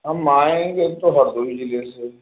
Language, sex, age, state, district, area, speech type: Hindi, male, 45-60, Uttar Pradesh, Sitapur, rural, conversation